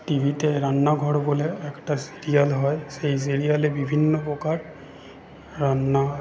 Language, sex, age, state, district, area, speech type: Bengali, male, 45-60, West Bengal, Paschim Bardhaman, rural, spontaneous